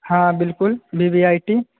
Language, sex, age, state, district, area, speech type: Maithili, male, 18-30, Bihar, Purnia, urban, conversation